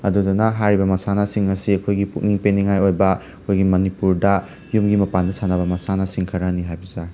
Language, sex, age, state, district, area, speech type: Manipuri, male, 30-45, Manipur, Imphal West, urban, spontaneous